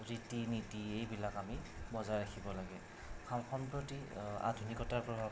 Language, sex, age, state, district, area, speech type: Assamese, male, 18-30, Assam, Darrang, rural, spontaneous